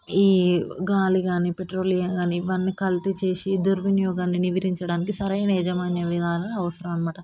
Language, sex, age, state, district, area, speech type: Telugu, female, 18-30, Telangana, Hyderabad, urban, spontaneous